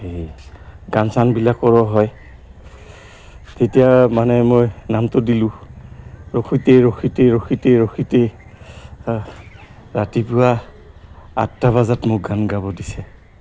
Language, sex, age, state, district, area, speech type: Assamese, male, 60+, Assam, Goalpara, urban, spontaneous